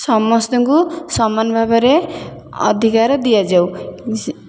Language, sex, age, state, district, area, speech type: Odia, female, 30-45, Odisha, Puri, urban, spontaneous